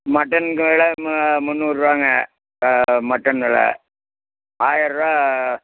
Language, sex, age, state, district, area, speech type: Tamil, male, 60+, Tamil Nadu, Perambalur, rural, conversation